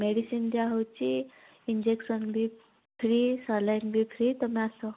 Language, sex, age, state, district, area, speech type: Odia, female, 18-30, Odisha, Koraput, urban, conversation